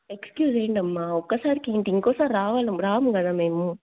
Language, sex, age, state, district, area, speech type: Telugu, female, 18-30, Telangana, Ranga Reddy, urban, conversation